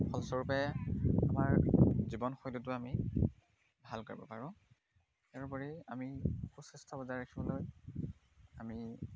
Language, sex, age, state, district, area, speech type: Assamese, male, 18-30, Assam, Dhemaji, urban, spontaneous